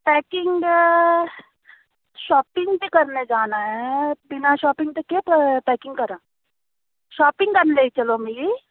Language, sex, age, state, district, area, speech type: Dogri, female, 30-45, Jammu and Kashmir, Reasi, rural, conversation